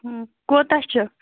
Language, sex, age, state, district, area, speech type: Kashmiri, female, 30-45, Jammu and Kashmir, Bandipora, rural, conversation